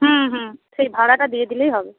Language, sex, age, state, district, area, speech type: Bengali, female, 45-60, West Bengal, Paschim Medinipur, rural, conversation